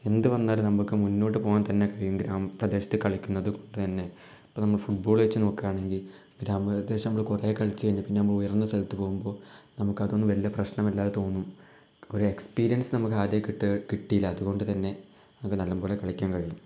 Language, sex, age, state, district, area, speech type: Malayalam, male, 18-30, Kerala, Malappuram, rural, spontaneous